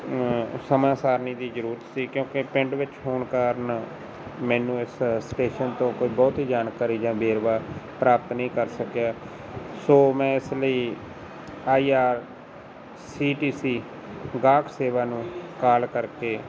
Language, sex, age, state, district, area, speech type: Punjabi, male, 30-45, Punjab, Fazilka, rural, spontaneous